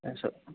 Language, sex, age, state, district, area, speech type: Hindi, male, 60+, Madhya Pradesh, Bhopal, urban, conversation